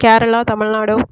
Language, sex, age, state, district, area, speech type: Tamil, female, 30-45, Tamil Nadu, Sivaganga, rural, spontaneous